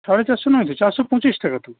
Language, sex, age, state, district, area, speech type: Bengali, male, 60+, West Bengal, Howrah, urban, conversation